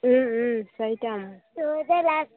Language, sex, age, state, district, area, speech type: Assamese, female, 18-30, Assam, Sivasagar, rural, conversation